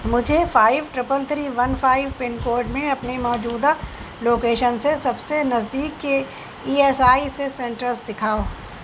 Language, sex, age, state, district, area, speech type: Urdu, female, 45-60, Uttar Pradesh, Shahjahanpur, urban, read